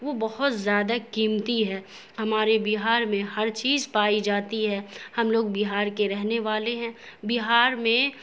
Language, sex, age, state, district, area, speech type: Urdu, female, 18-30, Bihar, Saharsa, urban, spontaneous